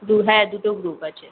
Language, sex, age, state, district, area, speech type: Bengali, female, 30-45, West Bengal, Kolkata, urban, conversation